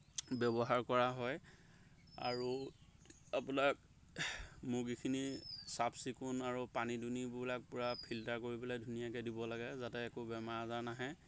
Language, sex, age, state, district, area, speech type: Assamese, male, 30-45, Assam, Golaghat, rural, spontaneous